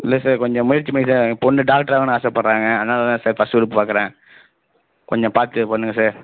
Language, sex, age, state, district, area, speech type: Tamil, male, 30-45, Tamil Nadu, Ariyalur, rural, conversation